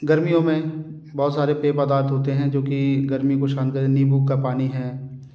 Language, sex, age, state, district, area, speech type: Hindi, male, 45-60, Madhya Pradesh, Gwalior, rural, spontaneous